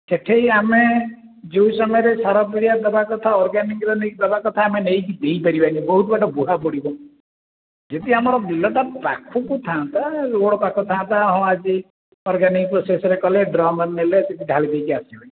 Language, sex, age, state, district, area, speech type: Odia, male, 45-60, Odisha, Khordha, rural, conversation